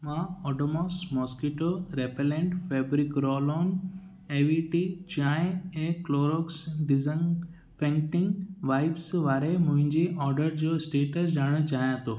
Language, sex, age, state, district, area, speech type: Sindhi, male, 18-30, Gujarat, Kutch, urban, read